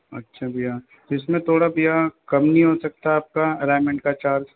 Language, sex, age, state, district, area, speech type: Hindi, male, 18-30, Rajasthan, Jaipur, urban, conversation